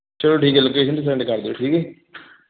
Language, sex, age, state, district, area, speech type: Punjabi, male, 30-45, Punjab, Mohali, urban, conversation